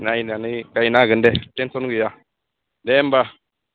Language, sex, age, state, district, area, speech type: Bodo, male, 30-45, Assam, Udalguri, rural, conversation